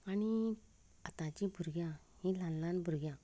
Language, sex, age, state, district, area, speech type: Goan Konkani, female, 45-60, Goa, Canacona, rural, spontaneous